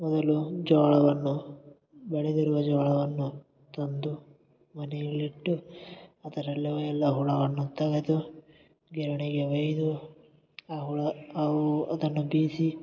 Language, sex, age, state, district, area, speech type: Kannada, male, 18-30, Karnataka, Gulbarga, urban, spontaneous